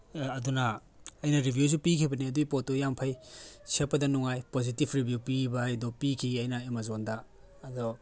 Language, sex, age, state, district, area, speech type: Manipuri, male, 18-30, Manipur, Tengnoupal, rural, spontaneous